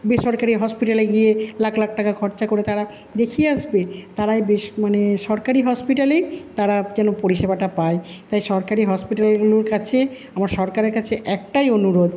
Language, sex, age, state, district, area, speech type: Bengali, female, 45-60, West Bengal, Paschim Bardhaman, urban, spontaneous